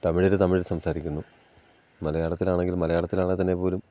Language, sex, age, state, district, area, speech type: Malayalam, male, 45-60, Kerala, Idukki, rural, spontaneous